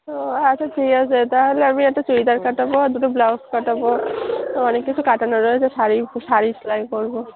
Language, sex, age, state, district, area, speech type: Bengali, female, 18-30, West Bengal, Darjeeling, urban, conversation